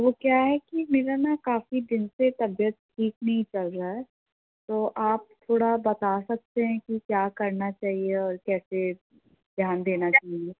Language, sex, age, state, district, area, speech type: Hindi, female, 18-30, Uttar Pradesh, Bhadohi, urban, conversation